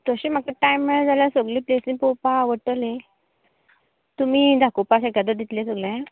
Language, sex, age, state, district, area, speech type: Goan Konkani, female, 18-30, Goa, Canacona, rural, conversation